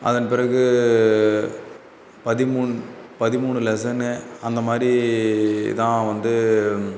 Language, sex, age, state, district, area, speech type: Tamil, male, 18-30, Tamil Nadu, Cuddalore, rural, spontaneous